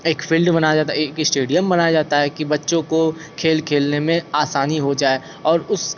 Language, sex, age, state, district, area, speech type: Hindi, male, 45-60, Uttar Pradesh, Sonbhadra, rural, spontaneous